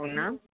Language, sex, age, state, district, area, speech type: Telugu, female, 18-30, Telangana, Hyderabad, urban, conversation